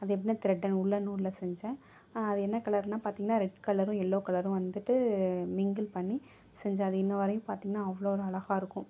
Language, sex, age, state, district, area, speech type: Tamil, female, 30-45, Tamil Nadu, Mayiladuthurai, rural, spontaneous